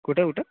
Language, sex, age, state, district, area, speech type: Marathi, male, 18-30, Maharashtra, Gadchiroli, rural, conversation